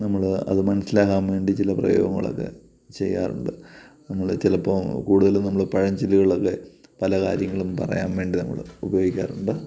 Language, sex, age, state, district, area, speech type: Malayalam, male, 30-45, Kerala, Kottayam, rural, spontaneous